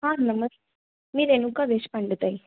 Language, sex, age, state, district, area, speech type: Marathi, female, 18-30, Maharashtra, Osmanabad, rural, conversation